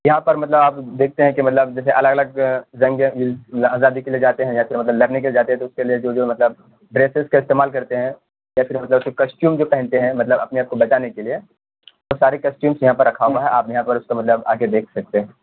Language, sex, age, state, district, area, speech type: Urdu, male, 18-30, Bihar, Purnia, rural, conversation